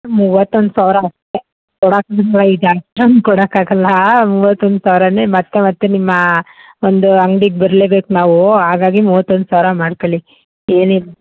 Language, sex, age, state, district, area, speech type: Kannada, female, 30-45, Karnataka, Mandya, rural, conversation